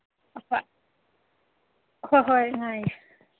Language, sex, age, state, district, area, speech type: Manipuri, female, 30-45, Manipur, Senapati, rural, conversation